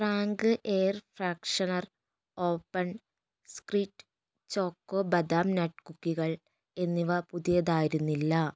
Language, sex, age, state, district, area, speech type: Malayalam, female, 30-45, Kerala, Kozhikode, urban, read